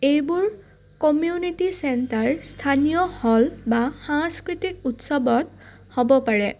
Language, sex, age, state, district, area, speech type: Assamese, female, 18-30, Assam, Udalguri, rural, spontaneous